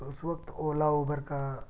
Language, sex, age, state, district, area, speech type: Urdu, male, 18-30, Delhi, South Delhi, urban, spontaneous